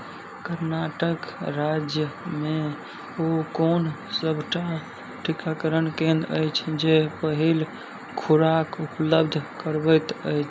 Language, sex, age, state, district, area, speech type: Maithili, male, 18-30, Bihar, Madhubani, rural, read